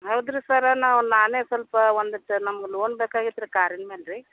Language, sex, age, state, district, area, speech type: Kannada, female, 45-60, Karnataka, Vijayapura, rural, conversation